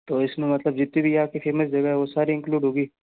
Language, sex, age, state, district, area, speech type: Hindi, male, 45-60, Rajasthan, Jodhpur, urban, conversation